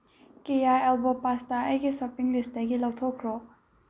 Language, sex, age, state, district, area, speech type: Manipuri, female, 18-30, Manipur, Bishnupur, rural, read